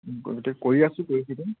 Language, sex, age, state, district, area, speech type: Assamese, male, 30-45, Assam, Morigaon, rural, conversation